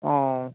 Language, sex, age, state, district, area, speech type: Bengali, male, 18-30, West Bengal, Uttar Dinajpur, urban, conversation